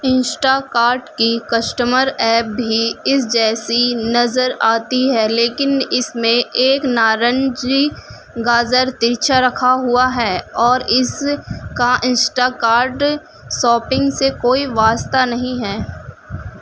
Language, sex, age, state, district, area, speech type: Urdu, female, 18-30, Uttar Pradesh, Gautam Buddha Nagar, urban, read